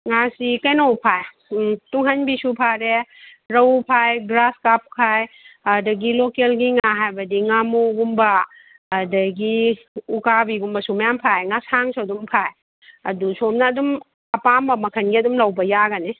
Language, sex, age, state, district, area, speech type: Manipuri, female, 45-60, Manipur, Kakching, rural, conversation